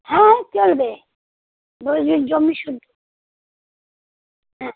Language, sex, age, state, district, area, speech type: Bengali, female, 60+, West Bengal, Kolkata, urban, conversation